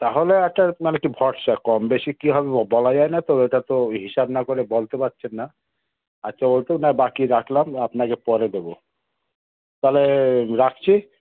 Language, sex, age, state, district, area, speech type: Bengali, male, 60+, West Bengal, South 24 Parganas, urban, conversation